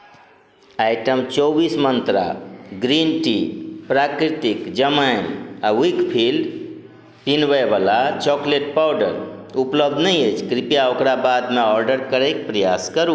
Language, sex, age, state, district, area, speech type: Maithili, male, 60+, Bihar, Madhubani, rural, read